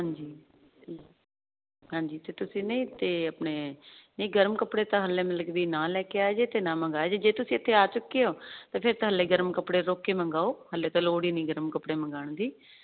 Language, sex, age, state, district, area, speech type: Punjabi, female, 30-45, Punjab, Fazilka, rural, conversation